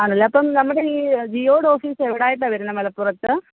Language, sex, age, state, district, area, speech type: Malayalam, female, 30-45, Kerala, Malappuram, rural, conversation